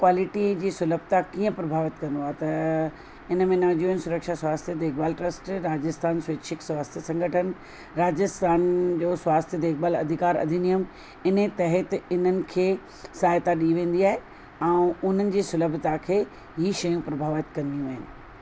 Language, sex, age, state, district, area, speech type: Sindhi, female, 45-60, Rajasthan, Ajmer, urban, spontaneous